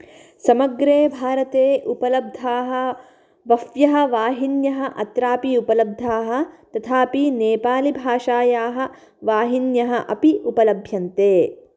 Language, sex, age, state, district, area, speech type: Sanskrit, female, 18-30, Karnataka, Bagalkot, urban, read